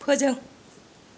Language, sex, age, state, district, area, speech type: Bodo, female, 60+, Assam, Kokrajhar, rural, read